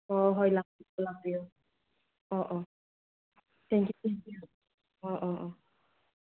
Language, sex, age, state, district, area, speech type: Manipuri, female, 30-45, Manipur, Tengnoupal, rural, conversation